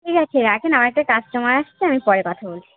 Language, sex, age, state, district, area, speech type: Bengali, female, 18-30, West Bengal, Birbhum, urban, conversation